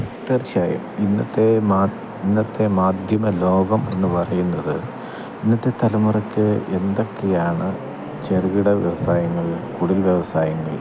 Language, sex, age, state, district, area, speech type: Malayalam, male, 30-45, Kerala, Thiruvananthapuram, rural, spontaneous